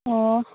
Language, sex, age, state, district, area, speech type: Manipuri, female, 18-30, Manipur, Churachandpur, urban, conversation